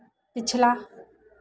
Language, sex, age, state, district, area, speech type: Hindi, female, 30-45, Madhya Pradesh, Chhindwara, urban, read